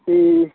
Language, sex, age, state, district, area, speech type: Manipuri, female, 60+, Manipur, Imphal East, rural, conversation